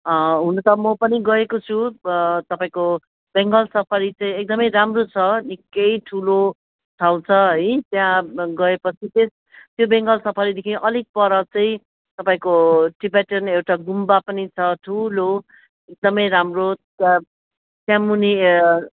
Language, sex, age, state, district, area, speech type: Nepali, female, 60+, West Bengal, Jalpaiguri, urban, conversation